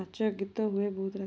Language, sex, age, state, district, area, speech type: Odia, female, 18-30, Odisha, Balasore, rural, spontaneous